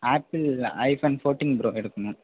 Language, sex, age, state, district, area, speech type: Tamil, male, 30-45, Tamil Nadu, Mayiladuthurai, urban, conversation